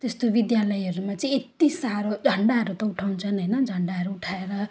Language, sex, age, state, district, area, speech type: Nepali, female, 30-45, West Bengal, Jalpaiguri, rural, spontaneous